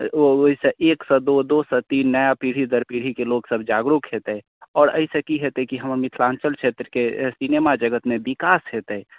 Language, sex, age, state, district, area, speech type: Maithili, male, 45-60, Bihar, Sitamarhi, urban, conversation